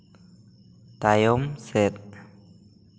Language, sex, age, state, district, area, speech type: Santali, male, 18-30, West Bengal, Bankura, rural, read